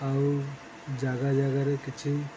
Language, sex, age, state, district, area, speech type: Odia, male, 30-45, Odisha, Sundergarh, urban, spontaneous